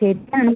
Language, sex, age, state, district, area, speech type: Malayalam, female, 18-30, Kerala, Ernakulam, rural, conversation